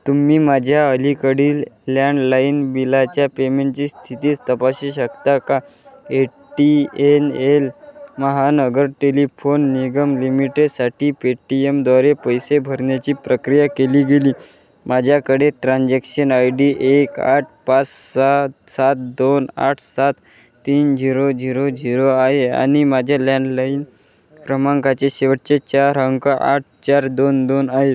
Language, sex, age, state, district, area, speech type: Marathi, male, 18-30, Maharashtra, Wardha, rural, read